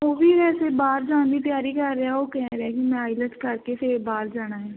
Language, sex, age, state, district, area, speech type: Punjabi, female, 18-30, Punjab, Tarn Taran, rural, conversation